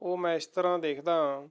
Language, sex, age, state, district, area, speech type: Punjabi, male, 30-45, Punjab, Mohali, rural, spontaneous